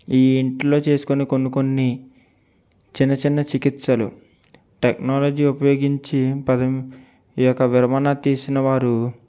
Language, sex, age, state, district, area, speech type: Telugu, male, 18-30, Andhra Pradesh, East Godavari, urban, spontaneous